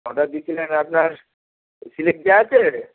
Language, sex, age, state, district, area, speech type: Bengali, male, 45-60, West Bengal, Hooghly, urban, conversation